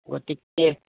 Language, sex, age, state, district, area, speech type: Assamese, male, 60+, Assam, Udalguri, rural, conversation